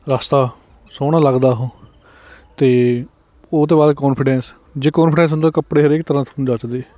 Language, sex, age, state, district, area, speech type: Punjabi, male, 30-45, Punjab, Hoshiarpur, rural, spontaneous